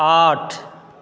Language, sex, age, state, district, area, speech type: Maithili, male, 30-45, Bihar, Supaul, urban, read